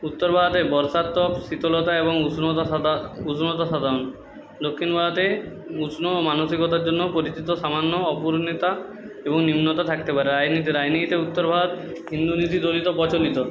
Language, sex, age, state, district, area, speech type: Bengali, male, 30-45, West Bengal, Jhargram, rural, spontaneous